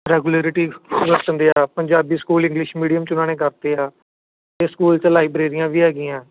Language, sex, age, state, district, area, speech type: Punjabi, male, 18-30, Punjab, Gurdaspur, rural, conversation